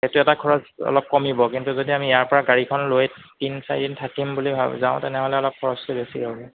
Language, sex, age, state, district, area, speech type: Assamese, male, 30-45, Assam, Goalpara, urban, conversation